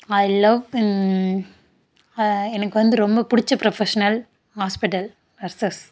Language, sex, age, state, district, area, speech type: Tamil, female, 18-30, Tamil Nadu, Dharmapuri, rural, spontaneous